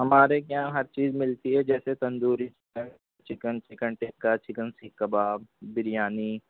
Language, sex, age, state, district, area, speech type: Urdu, male, 18-30, Uttar Pradesh, Balrampur, rural, conversation